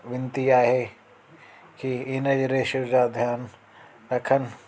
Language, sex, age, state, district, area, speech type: Sindhi, male, 30-45, Delhi, South Delhi, urban, spontaneous